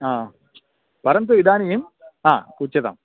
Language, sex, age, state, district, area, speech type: Sanskrit, male, 45-60, Karnataka, Bangalore Urban, urban, conversation